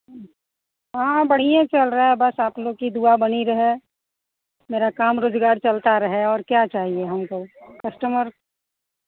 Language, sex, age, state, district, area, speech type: Hindi, female, 45-60, Bihar, Madhepura, rural, conversation